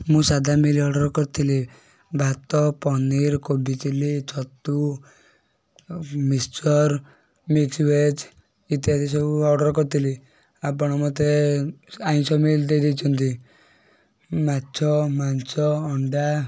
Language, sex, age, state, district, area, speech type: Odia, male, 30-45, Odisha, Kendujhar, urban, spontaneous